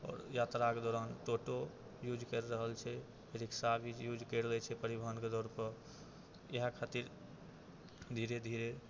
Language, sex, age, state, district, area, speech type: Maithili, male, 60+, Bihar, Purnia, urban, spontaneous